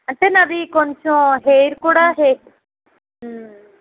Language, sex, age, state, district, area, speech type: Telugu, female, 30-45, Andhra Pradesh, N T Rama Rao, rural, conversation